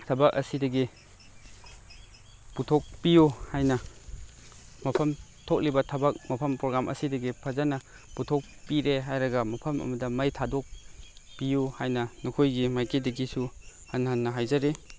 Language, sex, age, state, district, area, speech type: Manipuri, male, 30-45, Manipur, Chandel, rural, spontaneous